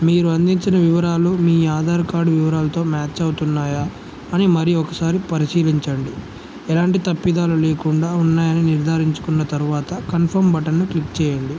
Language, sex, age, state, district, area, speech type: Telugu, male, 18-30, Telangana, Jangaon, rural, spontaneous